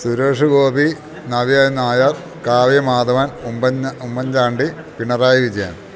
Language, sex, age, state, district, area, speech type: Malayalam, male, 60+, Kerala, Idukki, rural, spontaneous